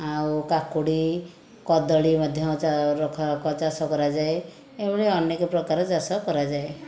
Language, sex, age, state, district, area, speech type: Odia, female, 60+, Odisha, Khordha, rural, spontaneous